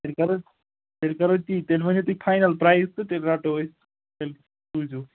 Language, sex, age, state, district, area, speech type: Kashmiri, male, 30-45, Jammu and Kashmir, Ganderbal, rural, conversation